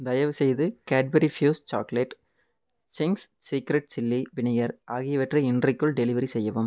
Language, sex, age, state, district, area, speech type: Tamil, male, 18-30, Tamil Nadu, Erode, rural, read